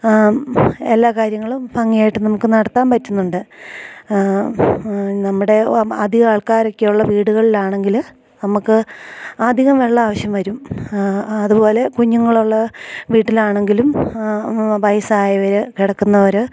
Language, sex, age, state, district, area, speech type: Malayalam, female, 45-60, Kerala, Idukki, rural, spontaneous